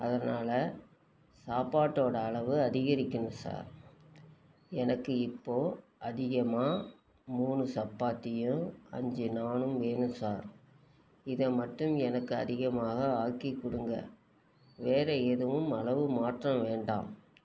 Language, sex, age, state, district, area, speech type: Tamil, female, 45-60, Tamil Nadu, Nagapattinam, rural, spontaneous